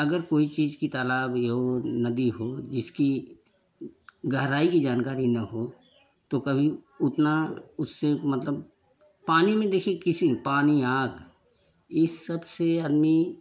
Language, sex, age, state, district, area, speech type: Hindi, male, 30-45, Uttar Pradesh, Jaunpur, rural, spontaneous